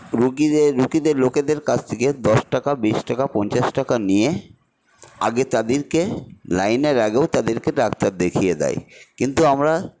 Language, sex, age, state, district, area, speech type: Bengali, male, 60+, West Bengal, Paschim Medinipur, rural, spontaneous